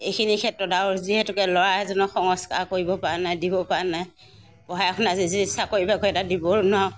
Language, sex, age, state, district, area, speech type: Assamese, female, 60+, Assam, Morigaon, rural, spontaneous